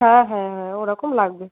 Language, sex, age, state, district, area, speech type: Bengali, female, 18-30, West Bengal, Birbhum, urban, conversation